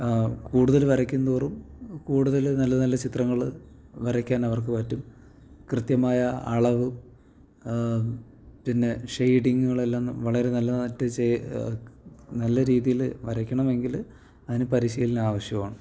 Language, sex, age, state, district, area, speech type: Malayalam, male, 18-30, Kerala, Thiruvananthapuram, rural, spontaneous